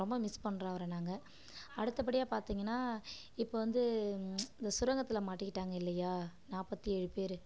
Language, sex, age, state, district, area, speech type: Tamil, female, 30-45, Tamil Nadu, Kallakurichi, rural, spontaneous